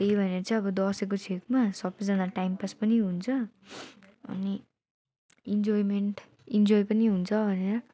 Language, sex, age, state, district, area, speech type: Nepali, female, 30-45, West Bengal, Darjeeling, rural, spontaneous